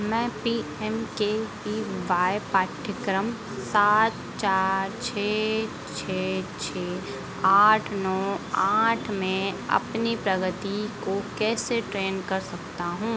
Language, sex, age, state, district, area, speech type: Hindi, female, 18-30, Madhya Pradesh, Harda, urban, read